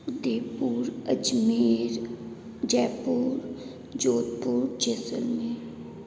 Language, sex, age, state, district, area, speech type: Hindi, female, 30-45, Rajasthan, Jodhpur, urban, spontaneous